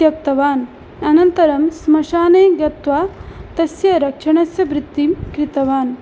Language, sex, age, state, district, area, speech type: Sanskrit, female, 18-30, Assam, Biswanath, rural, spontaneous